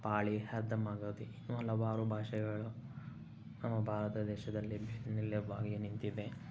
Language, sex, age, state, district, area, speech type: Kannada, male, 30-45, Karnataka, Chikkaballapur, rural, spontaneous